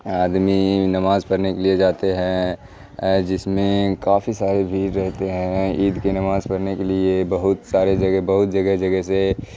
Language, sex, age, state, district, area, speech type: Urdu, male, 18-30, Bihar, Supaul, rural, spontaneous